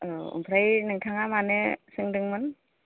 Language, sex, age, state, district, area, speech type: Bodo, female, 30-45, Assam, Baksa, rural, conversation